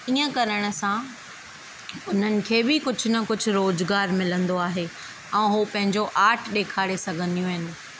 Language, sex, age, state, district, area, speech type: Sindhi, female, 30-45, Maharashtra, Thane, urban, spontaneous